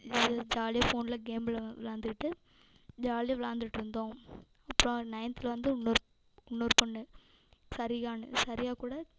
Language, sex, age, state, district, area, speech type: Tamil, female, 18-30, Tamil Nadu, Namakkal, rural, spontaneous